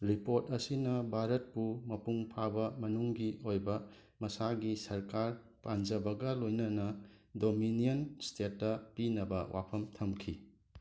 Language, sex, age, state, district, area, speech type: Manipuri, male, 18-30, Manipur, Imphal West, urban, read